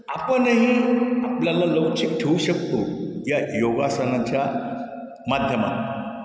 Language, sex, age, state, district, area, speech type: Marathi, male, 60+, Maharashtra, Ahmednagar, urban, spontaneous